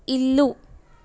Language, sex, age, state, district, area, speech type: Telugu, female, 18-30, Telangana, Yadadri Bhuvanagiri, urban, read